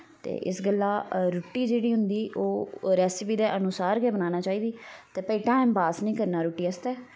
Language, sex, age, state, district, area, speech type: Dogri, female, 30-45, Jammu and Kashmir, Udhampur, rural, spontaneous